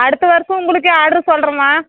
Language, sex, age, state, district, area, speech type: Tamil, female, 30-45, Tamil Nadu, Tirupattur, rural, conversation